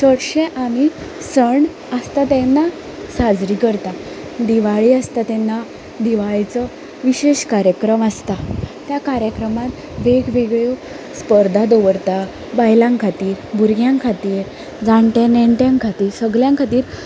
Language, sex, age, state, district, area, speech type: Goan Konkani, female, 18-30, Goa, Ponda, rural, spontaneous